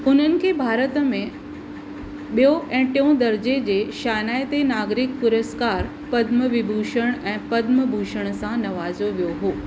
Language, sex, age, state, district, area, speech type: Sindhi, female, 45-60, Maharashtra, Thane, urban, read